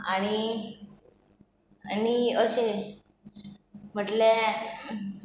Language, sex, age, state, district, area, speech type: Goan Konkani, female, 18-30, Goa, Pernem, rural, spontaneous